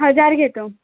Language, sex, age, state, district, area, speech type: Marathi, female, 18-30, Maharashtra, Nagpur, urban, conversation